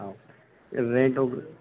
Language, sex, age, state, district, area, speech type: Marathi, male, 18-30, Maharashtra, Akola, rural, conversation